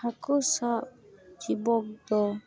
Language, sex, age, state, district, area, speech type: Santali, female, 30-45, West Bengal, Paschim Bardhaman, urban, spontaneous